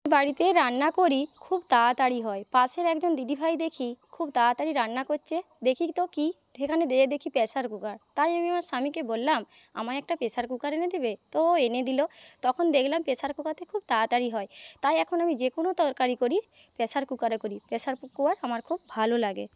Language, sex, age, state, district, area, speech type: Bengali, female, 30-45, West Bengal, Paschim Medinipur, rural, spontaneous